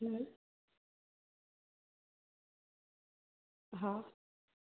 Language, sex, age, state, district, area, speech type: Gujarati, female, 30-45, Gujarat, Kheda, urban, conversation